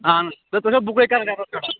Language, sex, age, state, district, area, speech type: Kashmiri, male, 18-30, Jammu and Kashmir, Kulgam, rural, conversation